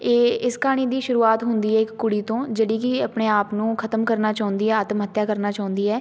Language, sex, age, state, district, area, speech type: Punjabi, female, 18-30, Punjab, Patiala, rural, spontaneous